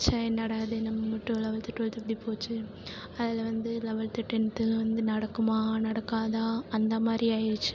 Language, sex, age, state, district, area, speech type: Tamil, female, 18-30, Tamil Nadu, Perambalur, rural, spontaneous